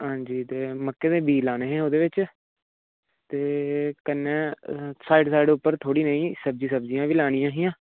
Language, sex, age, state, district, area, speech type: Dogri, female, 30-45, Jammu and Kashmir, Reasi, urban, conversation